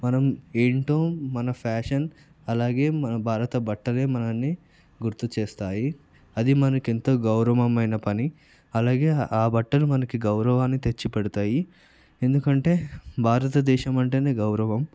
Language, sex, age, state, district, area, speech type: Telugu, male, 30-45, Telangana, Vikarabad, urban, spontaneous